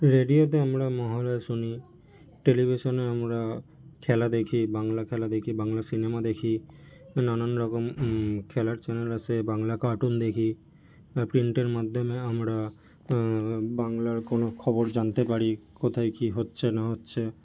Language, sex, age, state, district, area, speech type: Bengali, male, 18-30, West Bengal, North 24 Parganas, urban, spontaneous